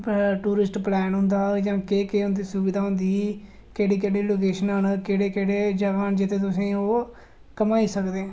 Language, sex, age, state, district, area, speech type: Dogri, male, 18-30, Jammu and Kashmir, Reasi, rural, spontaneous